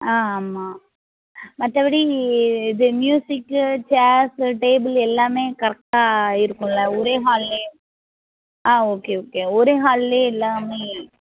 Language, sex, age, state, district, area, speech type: Tamil, female, 18-30, Tamil Nadu, Tirunelveli, urban, conversation